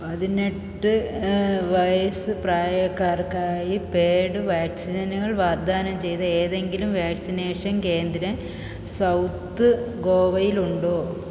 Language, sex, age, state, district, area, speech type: Malayalam, female, 45-60, Kerala, Thiruvananthapuram, urban, read